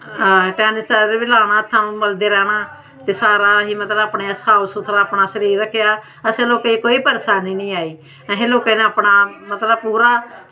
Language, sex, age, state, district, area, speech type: Dogri, female, 45-60, Jammu and Kashmir, Samba, urban, spontaneous